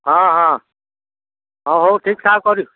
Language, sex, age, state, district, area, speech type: Odia, male, 60+, Odisha, Gajapati, rural, conversation